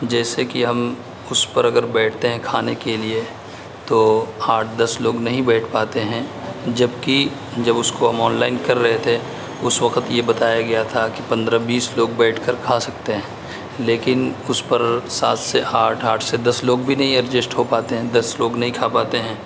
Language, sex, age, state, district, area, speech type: Urdu, male, 18-30, Uttar Pradesh, Saharanpur, urban, spontaneous